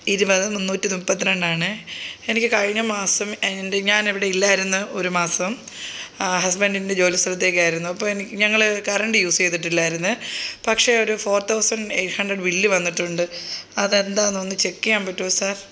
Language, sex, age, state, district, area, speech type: Malayalam, female, 30-45, Kerala, Thiruvananthapuram, rural, spontaneous